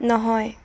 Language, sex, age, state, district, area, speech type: Assamese, female, 18-30, Assam, Lakhimpur, rural, read